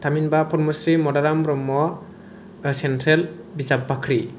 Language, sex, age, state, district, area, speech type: Bodo, male, 18-30, Assam, Kokrajhar, rural, spontaneous